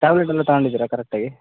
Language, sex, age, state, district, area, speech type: Kannada, male, 30-45, Karnataka, Mandya, rural, conversation